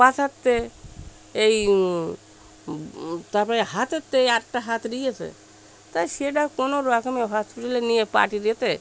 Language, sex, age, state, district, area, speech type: Bengali, female, 60+, West Bengal, Birbhum, urban, spontaneous